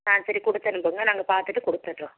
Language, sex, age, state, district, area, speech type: Tamil, female, 30-45, Tamil Nadu, Nilgiris, rural, conversation